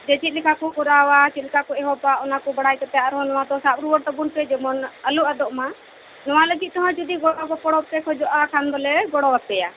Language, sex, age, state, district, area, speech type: Santali, female, 45-60, West Bengal, Birbhum, rural, conversation